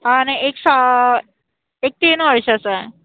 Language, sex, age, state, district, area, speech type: Marathi, female, 30-45, Maharashtra, Nagpur, urban, conversation